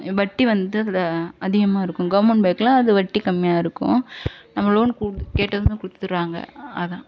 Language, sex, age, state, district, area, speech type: Tamil, female, 30-45, Tamil Nadu, Ariyalur, rural, spontaneous